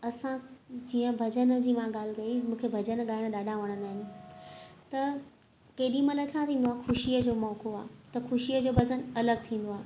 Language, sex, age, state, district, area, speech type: Sindhi, female, 30-45, Gujarat, Kutch, urban, spontaneous